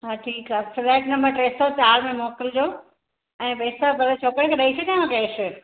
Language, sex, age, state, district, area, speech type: Sindhi, female, 45-60, Maharashtra, Thane, urban, conversation